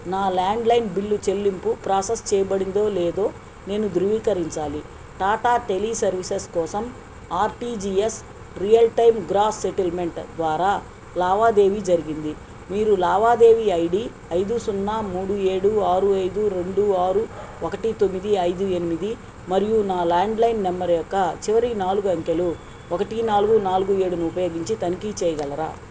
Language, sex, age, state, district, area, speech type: Telugu, female, 60+, Andhra Pradesh, Nellore, urban, read